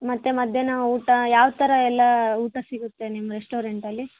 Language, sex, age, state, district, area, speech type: Kannada, female, 18-30, Karnataka, Vijayanagara, rural, conversation